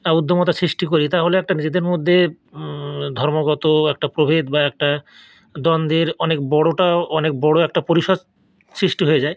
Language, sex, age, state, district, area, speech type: Bengali, male, 45-60, West Bengal, North 24 Parganas, rural, spontaneous